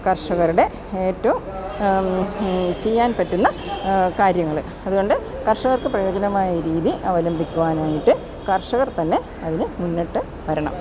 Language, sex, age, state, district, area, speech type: Malayalam, female, 60+, Kerala, Alappuzha, urban, spontaneous